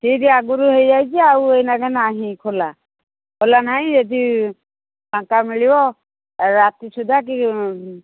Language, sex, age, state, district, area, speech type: Odia, female, 60+, Odisha, Jharsuguda, rural, conversation